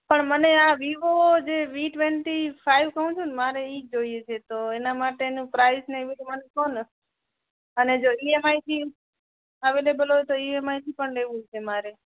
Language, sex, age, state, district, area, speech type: Gujarati, male, 18-30, Gujarat, Kutch, rural, conversation